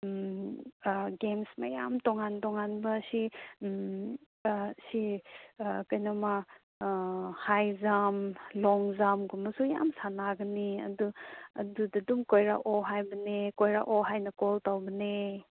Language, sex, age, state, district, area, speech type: Manipuri, female, 18-30, Manipur, Kangpokpi, urban, conversation